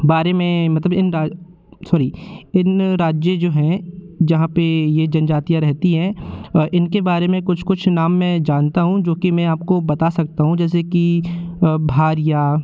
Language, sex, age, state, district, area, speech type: Hindi, male, 18-30, Madhya Pradesh, Jabalpur, rural, spontaneous